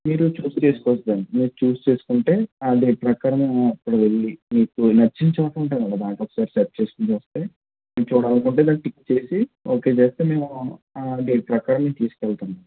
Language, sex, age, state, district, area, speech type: Telugu, female, 30-45, Andhra Pradesh, Konaseema, urban, conversation